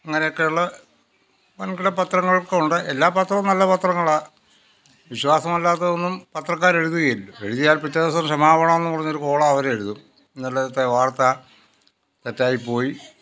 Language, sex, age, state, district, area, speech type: Malayalam, male, 60+, Kerala, Pathanamthitta, urban, spontaneous